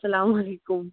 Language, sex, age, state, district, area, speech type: Kashmiri, female, 18-30, Jammu and Kashmir, Anantnag, rural, conversation